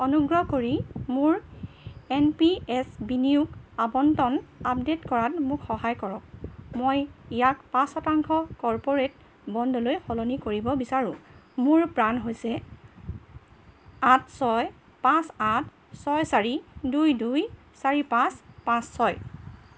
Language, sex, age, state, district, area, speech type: Assamese, female, 45-60, Assam, Jorhat, urban, read